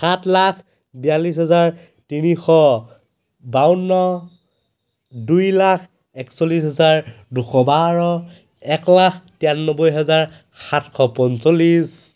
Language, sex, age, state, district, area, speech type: Assamese, male, 30-45, Assam, Biswanath, rural, spontaneous